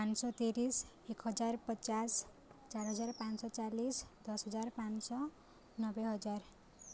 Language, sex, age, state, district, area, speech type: Odia, female, 18-30, Odisha, Subarnapur, urban, spontaneous